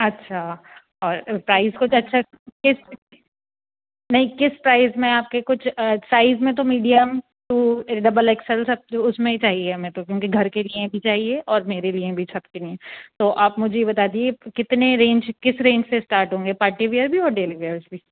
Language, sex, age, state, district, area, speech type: Urdu, female, 45-60, Uttar Pradesh, Rampur, urban, conversation